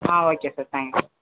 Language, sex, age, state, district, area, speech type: Tamil, male, 18-30, Tamil Nadu, Thanjavur, rural, conversation